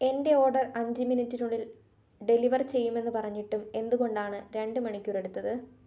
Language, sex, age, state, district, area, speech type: Malayalam, female, 18-30, Kerala, Thiruvananthapuram, rural, read